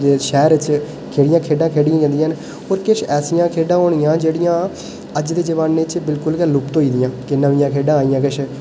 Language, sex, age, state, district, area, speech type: Dogri, male, 18-30, Jammu and Kashmir, Udhampur, rural, spontaneous